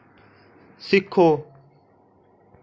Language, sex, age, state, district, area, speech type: Dogri, male, 18-30, Jammu and Kashmir, Kathua, rural, read